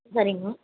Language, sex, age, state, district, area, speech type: Tamil, female, 45-60, Tamil Nadu, Kanchipuram, urban, conversation